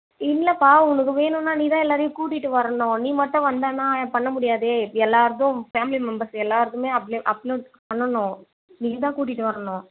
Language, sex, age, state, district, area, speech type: Tamil, female, 18-30, Tamil Nadu, Vellore, urban, conversation